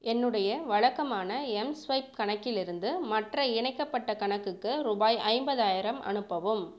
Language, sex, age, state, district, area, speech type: Tamil, female, 45-60, Tamil Nadu, Viluppuram, urban, read